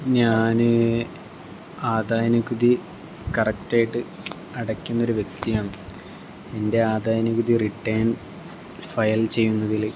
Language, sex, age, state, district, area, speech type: Malayalam, male, 18-30, Kerala, Kozhikode, rural, spontaneous